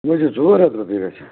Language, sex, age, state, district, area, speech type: Kashmiri, male, 18-30, Jammu and Kashmir, Bandipora, rural, conversation